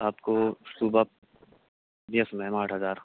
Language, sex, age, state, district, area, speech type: Urdu, male, 18-30, Delhi, Central Delhi, urban, conversation